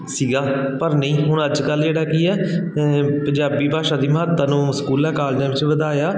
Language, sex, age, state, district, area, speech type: Punjabi, male, 45-60, Punjab, Barnala, rural, spontaneous